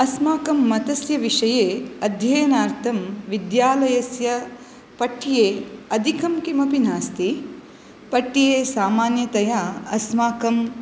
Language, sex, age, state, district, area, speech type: Sanskrit, female, 30-45, Karnataka, Udupi, urban, spontaneous